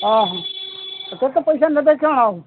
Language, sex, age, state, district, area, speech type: Odia, male, 60+, Odisha, Gajapati, rural, conversation